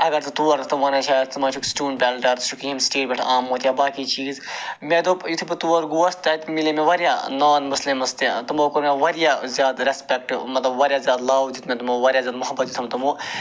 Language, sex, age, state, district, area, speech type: Kashmiri, male, 45-60, Jammu and Kashmir, Srinagar, rural, spontaneous